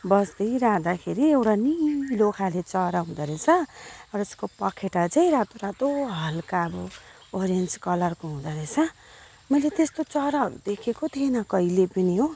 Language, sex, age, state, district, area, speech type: Nepali, female, 45-60, West Bengal, Alipurduar, urban, spontaneous